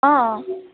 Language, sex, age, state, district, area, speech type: Assamese, female, 30-45, Assam, Dibrugarh, urban, conversation